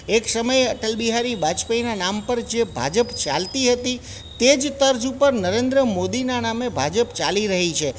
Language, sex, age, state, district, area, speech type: Gujarati, male, 45-60, Gujarat, Junagadh, urban, spontaneous